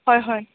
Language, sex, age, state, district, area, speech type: Assamese, female, 18-30, Assam, Sonitpur, urban, conversation